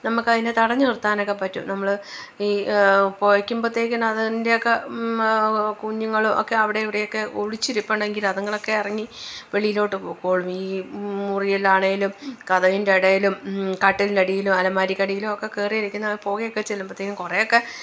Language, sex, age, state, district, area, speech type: Malayalam, female, 45-60, Kerala, Pathanamthitta, urban, spontaneous